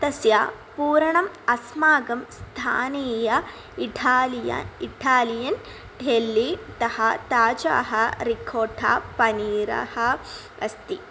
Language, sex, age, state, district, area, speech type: Sanskrit, female, 18-30, Kerala, Thrissur, rural, spontaneous